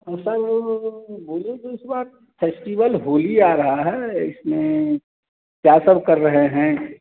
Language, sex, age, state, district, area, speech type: Hindi, male, 30-45, Bihar, Samastipur, rural, conversation